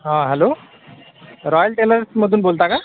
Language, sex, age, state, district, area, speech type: Marathi, male, 30-45, Maharashtra, Akola, urban, conversation